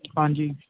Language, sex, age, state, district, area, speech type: Punjabi, male, 18-30, Punjab, Ludhiana, rural, conversation